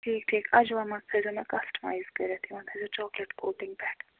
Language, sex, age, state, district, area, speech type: Kashmiri, female, 60+, Jammu and Kashmir, Ganderbal, rural, conversation